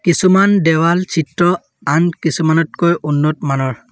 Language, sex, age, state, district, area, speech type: Assamese, male, 18-30, Assam, Sivasagar, rural, read